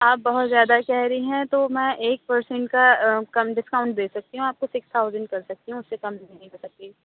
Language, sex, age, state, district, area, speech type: Urdu, female, 30-45, Uttar Pradesh, Aligarh, rural, conversation